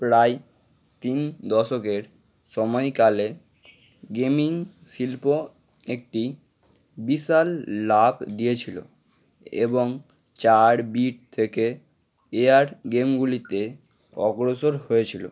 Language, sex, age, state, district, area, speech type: Bengali, male, 18-30, West Bengal, Howrah, urban, spontaneous